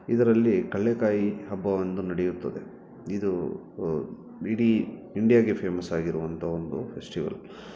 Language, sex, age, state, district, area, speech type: Kannada, male, 30-45, Karnataka, Bangalore Urban, urban, spontaneous